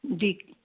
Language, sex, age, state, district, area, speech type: Punjabi, female, 60+, Punjab, Fazilka, rural, conversation